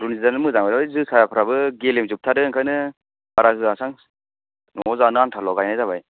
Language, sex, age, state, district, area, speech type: Bodo, male, 30-45, Assam, Chirang, rural, conversation